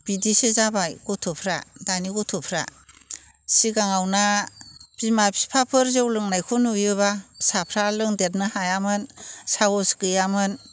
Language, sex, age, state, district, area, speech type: Bodo, female, 60+, Assam, Chirang, rural, spontaneous